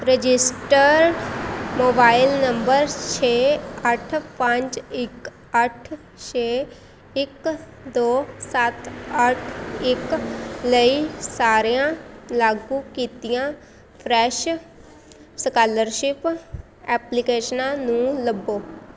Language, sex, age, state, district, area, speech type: Punjabi, female, 18-30, Punjab, Shaheed Bhagat Singh Nagar, rural, read